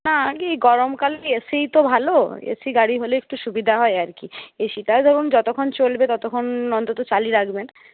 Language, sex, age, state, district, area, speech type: Bengali, female, 60+, West Bengal, Paschim Medinipur, rural, conversation